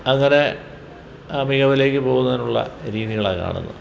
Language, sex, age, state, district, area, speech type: Malayalam, male, 60+, Kerala, Kottayam, rural, spontaneous